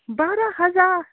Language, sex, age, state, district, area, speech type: Urdu, female, 30-45, Jammu and Kashmir, Srinagar, urban, conversation